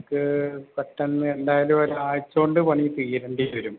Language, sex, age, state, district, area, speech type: Malayalam, male, 60+, Kerala, Malappuram, rural, conversation